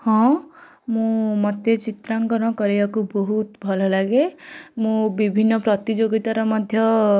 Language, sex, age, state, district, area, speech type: Odia, female, 18-30, Odisha, Bhadrak, rural, spontaneous